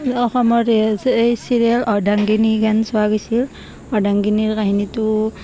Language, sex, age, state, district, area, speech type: Assamese, female, 18-30, Assam, Barpeta, rural, spontaneous